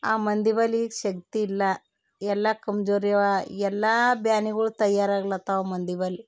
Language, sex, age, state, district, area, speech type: Kannada, female, 45-60, Karnataka, Bidar, urban, spontaneous